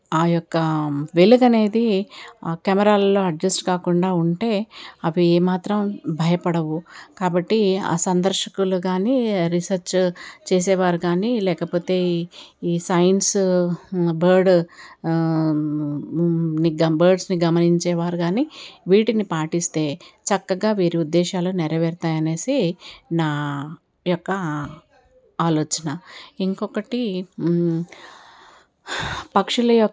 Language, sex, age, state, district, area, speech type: Telugu, female, 60+, Telangana, Ranga Reddy, rural, spontaneous